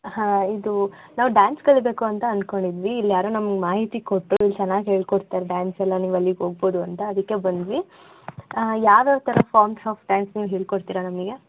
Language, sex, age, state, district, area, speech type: Kannada, female, 18-30, Karnataka, Shimoga, rural, conversation